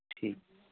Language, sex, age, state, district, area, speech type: Punjabi, male, 30-45, Punjab, Fazilka, rural, conversation